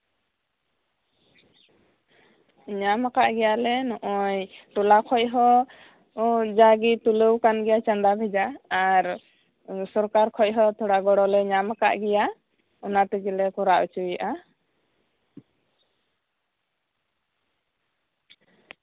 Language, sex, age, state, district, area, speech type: Santali, female, 18-30, West Bengal, Birbhum, rural, conversation